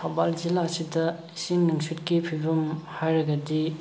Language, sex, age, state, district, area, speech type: Manipuri, male, 30-45, Manipur, Thoubal, rural, spontaneous